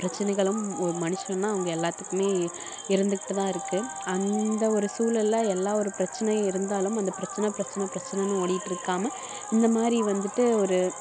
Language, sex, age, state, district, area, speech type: Tamil, female, 18-30, Tamil Nadu, Kallakurichi, urban, spontaneous